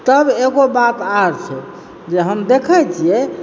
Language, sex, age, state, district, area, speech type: Maithili, male, 30-45, Bihar, Supaul, urban, spontaneous